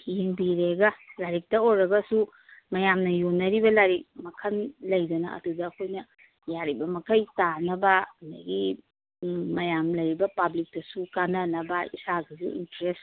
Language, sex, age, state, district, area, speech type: Manipuri, female, 45-60, Manipur, Kangpokpi, urban, conversation